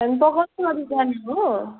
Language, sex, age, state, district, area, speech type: Nepali, female, 18-30, West Bengal, Kalimpong, rural, conversation